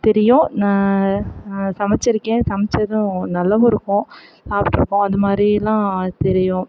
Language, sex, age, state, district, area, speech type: Tamil, female, 45-60, Tamil Nadu, Perambalur, rural, spontaneous